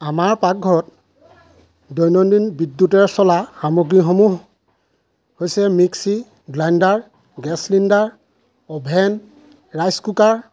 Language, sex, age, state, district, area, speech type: Assamese, male, 30-45, Assam, Golaghat, urban, spontaneous